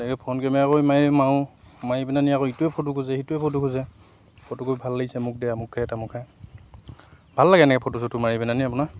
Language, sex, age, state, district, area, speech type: Assamese, male, 18-30, Assam, Lakhimpur, rural, spontaneous